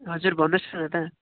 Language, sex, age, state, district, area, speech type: Nepali, male, 45-60, West Bengal, Darjeeling, rural, conversation